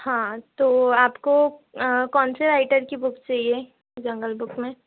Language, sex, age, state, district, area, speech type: Hindi, female, 18-30, Madhya Pradesh, Chhindwara, urban, conversation